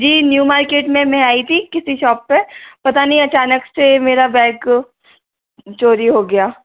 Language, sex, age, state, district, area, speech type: Hindi, female, 30-45, Madhya Pradesh, Bhopal, urban, conversation